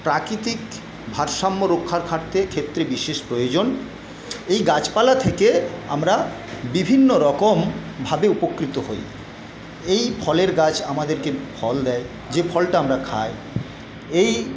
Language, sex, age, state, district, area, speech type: Bengali, male, 60+, West Bengal, Paschim Medinipur, rural, spontaneous